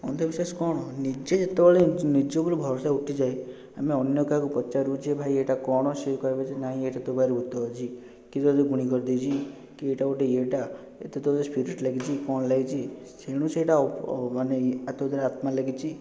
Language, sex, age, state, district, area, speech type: Odia, male, 18-30, Odisha, Puri, urban, spontaneous